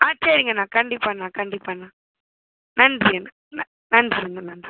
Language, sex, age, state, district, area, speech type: Tamil, female, 45-60, Tamil Nadu, Pudukkottai, rural, conversation